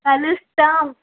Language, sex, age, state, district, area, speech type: Telugu, female, 30-45, Andhra Pradesh, Nellore, urban, conversation